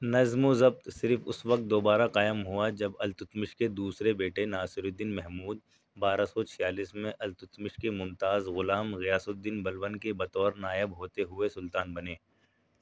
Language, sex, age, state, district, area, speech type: Urdu, male, 30-45, Delhi, South Delhi, urban, read